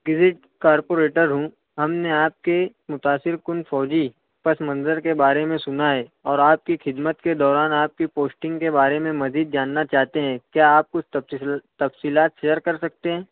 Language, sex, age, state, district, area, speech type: Urdu, male, 60+, Maharashtra, Nashik, urban, conversation